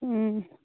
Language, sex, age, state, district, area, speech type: Manipuri, female, 45-60, Manipur, Churachandpur, urban, conversation